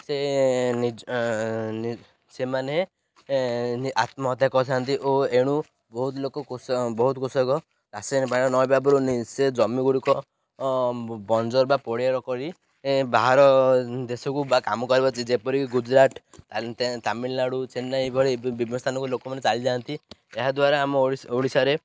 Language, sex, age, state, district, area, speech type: Odia, male, 18-30, Odisha, Ganjam, rural, spontaneous